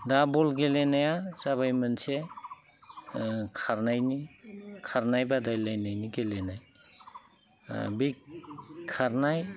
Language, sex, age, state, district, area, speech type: Bodo, male, 45-60, Assam, Udalguri, rural, spontaneous